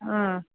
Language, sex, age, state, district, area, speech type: Kannada, female, 18-30, Karnataka, Mandya, rural, conversation